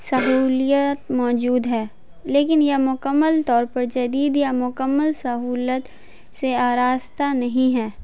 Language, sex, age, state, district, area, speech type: Urdu, female, 18-30, Bihar, Madhubani, urban, spontaneous